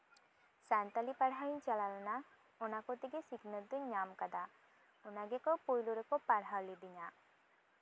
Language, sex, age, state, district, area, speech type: Santali, female, 18-30, West Bengal, Bankura, rural, spontaneous